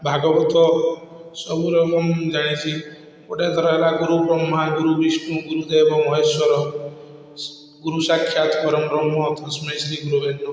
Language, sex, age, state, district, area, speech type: Odia, male, 45-60, Odisha, Balasore, rural, spontaneous